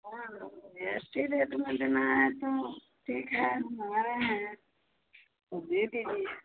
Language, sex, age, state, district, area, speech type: Hindi, female, 60+, Bihar, Madhepura, rural, conversation